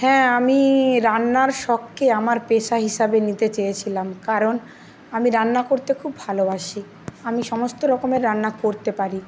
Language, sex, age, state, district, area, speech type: Bengali, female, 30-45, West Bengal, Paschim Medinipur, rural, spontaneous